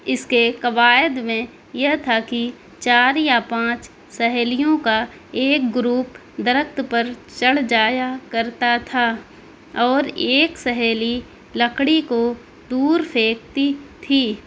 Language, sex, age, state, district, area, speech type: Urdu, female, 18-30, Delhi, South Delhi, rural, spontaneous